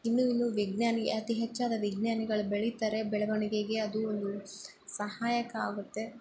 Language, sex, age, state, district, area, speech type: Kannada, female, 18-30, Karnataka, Bellary, rural, spontaneous